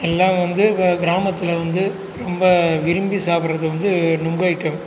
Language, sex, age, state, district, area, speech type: Tamil, male, 45-60, Tamil Nadu, Cuddalore, rural, spontaneous